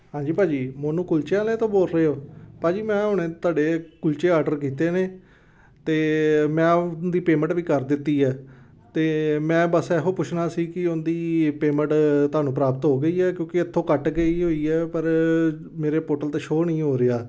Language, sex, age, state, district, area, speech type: Punjabi, male, 30-45, Punjab, Amritsar, urban, spontaneous